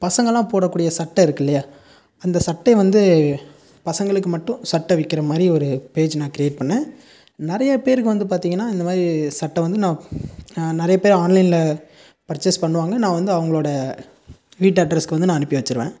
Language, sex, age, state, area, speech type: Tamil, male, 18-30, Tamil Nadu, rural, spontaneous